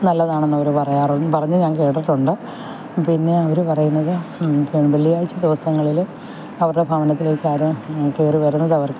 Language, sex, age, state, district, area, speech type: Malayalam, female, 60+, Kerala, Alappuzha, rural, spontaneous